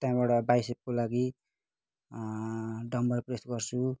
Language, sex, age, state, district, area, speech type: Nepali, male, 30-45, West Bengal, Kalimpong, rural, spontaneous